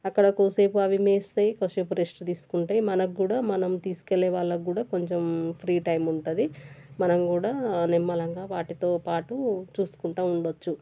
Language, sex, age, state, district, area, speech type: Telugu, female, 30-45, Telangana, Warangal, rural, spontaneous